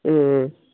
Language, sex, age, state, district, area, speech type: Tamil, male, 18-30, Tamil Nadu, Namakkal, rural, conversation